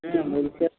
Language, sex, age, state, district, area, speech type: Bengali, male, 60+, West Bengal, Purba Medinipur, rural, conversation